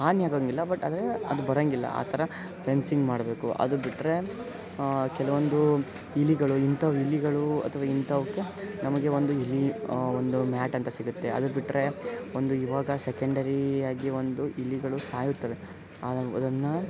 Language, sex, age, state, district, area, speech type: Kannada, male, 18-30, Karnataka, Koppal, rural, spontaneous